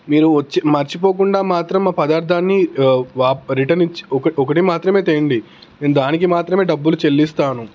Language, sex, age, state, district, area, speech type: Telugu, male, 18-30, Telangana, Peddapalli, rural, spontaneous